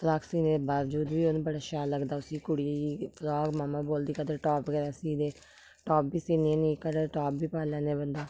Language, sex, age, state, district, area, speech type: Dogri, female, 30-45, Jammu and Kashmir, Samba, rural, spontaneous